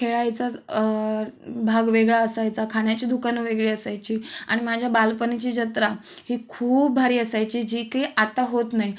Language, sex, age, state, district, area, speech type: Marathi, female, 18-30, Maharashtra, Sindhudurg, rural, spontaneous